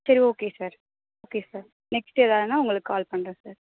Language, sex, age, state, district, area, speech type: Tamil, female, 18-30, Tamil Nadu, Perambalur, rural, conversation